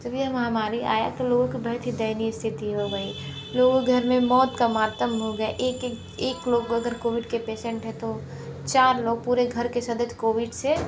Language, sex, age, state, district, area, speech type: Hindi, female, 18-30, Uttar Pradesh, Sonbhadra, rural, spontaneous